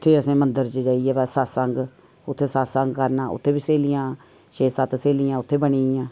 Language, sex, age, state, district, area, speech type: Dogri, female, 45-60, Jammu and Kashmir, Reasi, urban, spontaneous